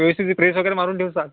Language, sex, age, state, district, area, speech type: Marathi, male, 45-60, Maharashtra, Yavatmal, rural, conversation